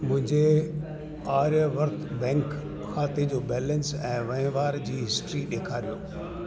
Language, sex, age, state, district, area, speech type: Sindhi, male, 60+, Delhi, South Delhi, urban, read